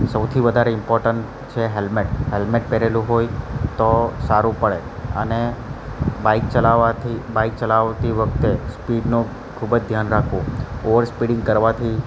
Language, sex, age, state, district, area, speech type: Gujarati, male, 30-45, Gujarat, Valsad, rural, spontaneous